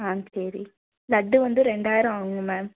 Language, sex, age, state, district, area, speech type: Tamil, female, 18-30, Tamil Nadu, Madurai, urban, conversation